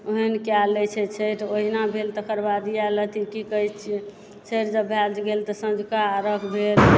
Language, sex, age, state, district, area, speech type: Maithili, female, 30-45, Bihar, Supaul, urban, spontaneous